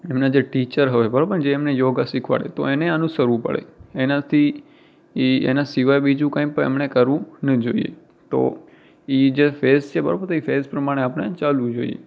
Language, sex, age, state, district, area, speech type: Gujarati, male, 18-30, Gujarat, Kutch, rural, spontaneous